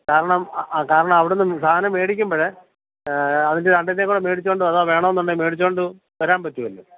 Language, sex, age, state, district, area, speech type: Malayalam, male, 45-60, Kerala, Kottayam, rural, conversation